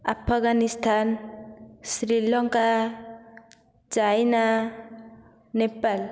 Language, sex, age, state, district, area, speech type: Odia, female, 18-30, Odisha, Nayagarh, rural, spontaneous